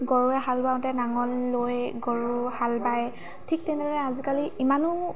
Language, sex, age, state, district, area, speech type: Assamese, female, 30-45, Assam, Charaideo, urban, spontaneous